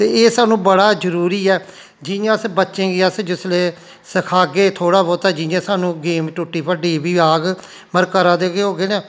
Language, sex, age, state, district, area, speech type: Dogri, male, 45-60, Jammu and Kashmir, Jammu, rural, spontaneous